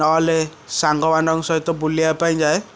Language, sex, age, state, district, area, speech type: Odia, male, 18-30, Odisha, Cuttack, urban, spontaneous